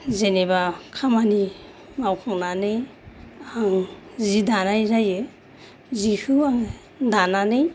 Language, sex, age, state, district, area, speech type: Bodo, female, 45-60, Assam, Kokrajhar, urban, spontaneous